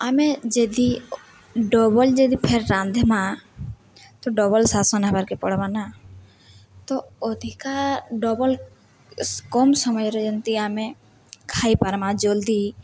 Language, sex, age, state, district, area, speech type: Odia, female, 18-30, Odisha, Subarnapur, urban, spontaneous